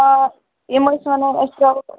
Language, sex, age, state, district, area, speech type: Kashmiri, female, 45-60, Jammu and Kashmir, Ganderbal, rural, conversation